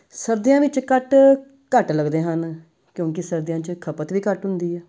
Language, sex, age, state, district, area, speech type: Punjabi, female, 45-60, Punjab, Amritsar, urban, spontaneous